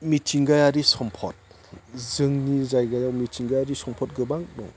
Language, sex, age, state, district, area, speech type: Bodo, male, 45-60, Assam, Chirang, rural, spontaneous